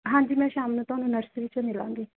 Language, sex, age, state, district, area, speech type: Punjabi, female, 30-45, Punjab, Rupnagar, rural, conversation